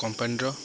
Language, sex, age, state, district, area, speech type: Odia, male, 18-30, Odisha, Jagatsinghpur, rural, spontaneous